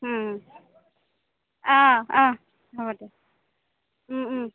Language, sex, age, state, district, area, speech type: Assamese, female, 45-60, Assam, Goalpara, urban, conversation